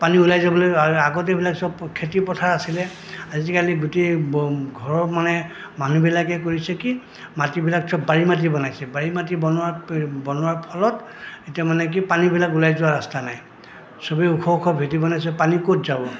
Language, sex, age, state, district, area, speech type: Assamese, male, 60+, Assam, Goalpara, rural, spontaneous